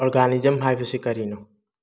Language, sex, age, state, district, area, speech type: Manipuri, male, 30-45, Manipur, Thoubal, rural, read